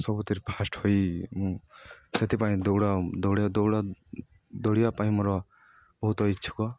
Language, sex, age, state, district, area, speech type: Odia, male, 18-30, Odisha, Balangir, urban, spontaneous